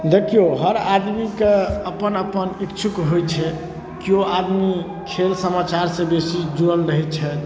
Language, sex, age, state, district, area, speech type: Maithili, male, 30-45, Bihar, Darbhanga, urban, spontaneous